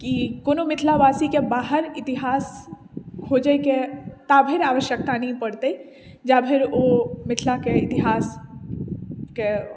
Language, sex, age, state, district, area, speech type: Maithili, female, 60+, Bihar, Madhubani, rural, spontaneous